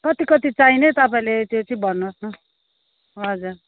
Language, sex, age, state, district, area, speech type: Nepali, female, 45-60, West Bengal, Kalimpong, rural, conversation